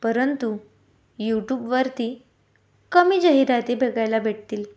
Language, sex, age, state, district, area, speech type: Marathi, female, 18-30, Maharashtra, Pune, rural, spontaneous